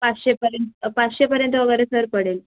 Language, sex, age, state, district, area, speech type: Marathi, female, 18-30, Maharashtra, Raigad, urban, conversation